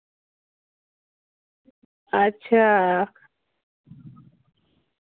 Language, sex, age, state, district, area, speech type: Dogri, female, 30-45, Jammu and Kashmir, Samba, rural, conversation